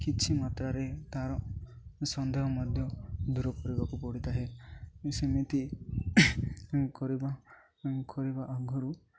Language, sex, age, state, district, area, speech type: Odia, male, 18-30, Odisha, Nabarangpur, urban, spontaneous